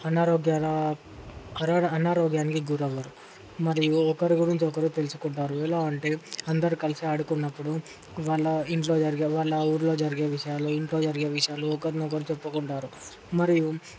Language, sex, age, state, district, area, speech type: Telugu, male, 18-30, Telangana, Ranga Reddy, urban, spontaneous